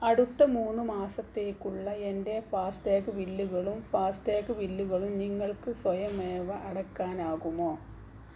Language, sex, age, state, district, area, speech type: Malayalam, female, 45-60, Kerala, Malappuram, rural, read